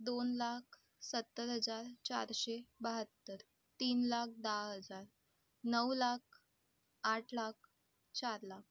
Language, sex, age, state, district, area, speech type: Marathi, female, 18-30, Maharashtra, Nagpur, urban, spontaneous